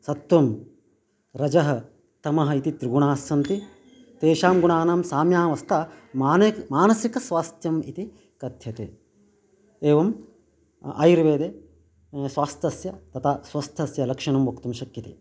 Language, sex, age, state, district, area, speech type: Sanskrit, male, 45-60, Karnataka, Uttara Kannada, rural, spontaneous